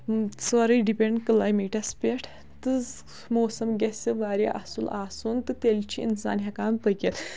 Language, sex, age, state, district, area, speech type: Kashmiri, female, 18-30, Jammu and Kashmir, Kulgam, rural, spontaneous